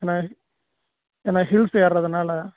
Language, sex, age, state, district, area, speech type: Tamil, male, 30-45, Tamil Nadu, Salem, urban, conversation